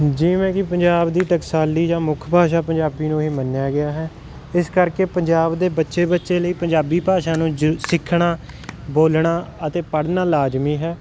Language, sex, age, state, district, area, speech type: Punjabi, male, 30-45, Punjab, Kapurthala, urban, spontaneous